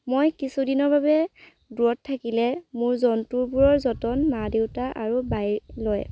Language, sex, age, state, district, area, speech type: Assamese, female, 18-30, Assam, Dhemaji, rural, spontaneous